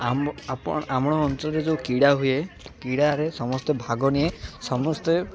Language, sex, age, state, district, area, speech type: Odia, male, 18-30, Odisha, Malkangiri, urban, spontaneous